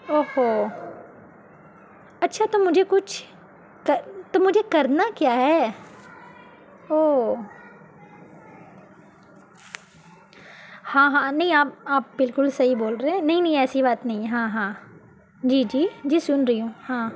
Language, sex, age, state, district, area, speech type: Urdu, female, 18-30, Bihar, Gaya, urban, spontaneous